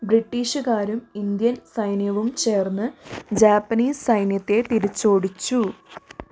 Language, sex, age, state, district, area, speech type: Malayalam, female, 45-60, Kerala, Wayanad, rural, read